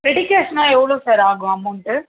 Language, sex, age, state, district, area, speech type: Tamil, female, 18-30, Tamil Nadu, Chennai, urban, conversation